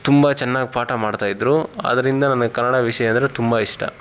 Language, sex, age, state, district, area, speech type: Kannada, male, 18-30, Karnataka, Tumkur, rural, spontaneous